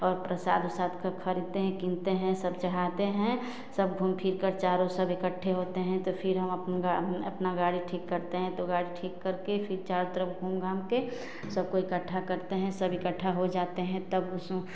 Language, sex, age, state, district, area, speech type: Hindi, female, 30-45, Uttar Pradesh, Ghazipur, urban, spontaneous